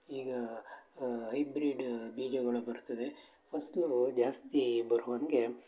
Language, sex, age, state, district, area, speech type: Kannada, male, 60+, Karnataka, Shimoga, rural, spontaneous